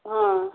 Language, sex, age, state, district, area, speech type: Odia, female, 30-45, Odisha, Mayurbhanj, rural, conversation